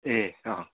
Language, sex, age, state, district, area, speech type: Nepali, male, 30-45, West Bengal, Darjeeling, rural, conversation